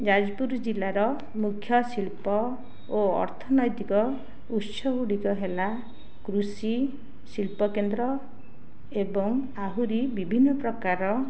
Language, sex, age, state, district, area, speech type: Odia, other, 60+, Odisha, Jajpur, rural, spontaneous